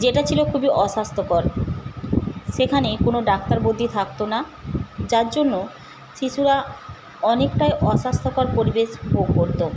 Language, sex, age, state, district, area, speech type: Bengali, female, 45-60, West Bengal, Paschim Medinipur, rural, spontaneous